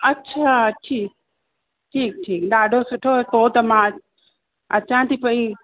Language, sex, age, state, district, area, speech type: Sindhi, female, 45-60, Uttar Pradesh, Lucknow, urban, conversation